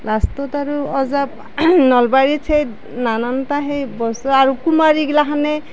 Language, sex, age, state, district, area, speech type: Assamese, female, 45-60, Assam, Nalbari, rural, spontaneous